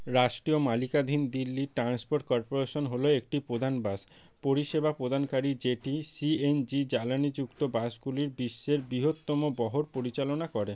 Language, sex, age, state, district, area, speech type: Bengali, male, 30-45, West Bengal, South 24 Parganas, rural, read